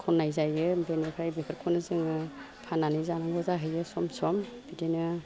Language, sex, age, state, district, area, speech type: Bodo, female, 45-60, Assam, Chirang, rural, spontaneous